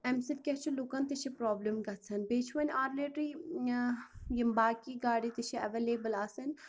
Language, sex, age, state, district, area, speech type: Kashmiri, female, 18-30, Jammu and Kashmir, Anantnag, rural, spontaneous